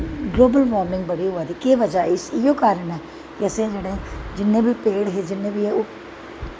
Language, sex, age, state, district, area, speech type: Dogri, female, 45-60, Jammu and Kashmir, Udhampur, urban, spontaneous